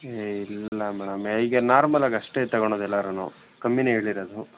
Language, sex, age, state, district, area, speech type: Kannada, male, 18-30, Karnataka, Tumkur, urban, conversation